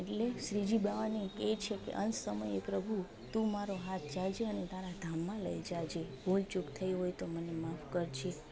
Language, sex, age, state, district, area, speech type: Gujarati, female, 30-45, Gujarat, Junagadh, rural, spontaneous